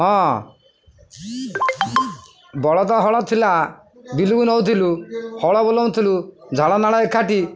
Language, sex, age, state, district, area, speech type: Odia, male, 45-60, Odisha, Jagatsinghpur, urban, spontaneous